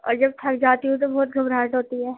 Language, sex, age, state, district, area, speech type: Urdu, female, 18-30, Uttar Pradesh, Gautam Buddha Nagar, rural, conversation